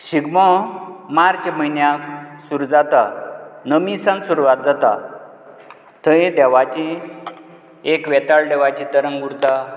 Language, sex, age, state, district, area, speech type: Goan Konkani, male, 60+, Goa, Canacona, rural, spontaneous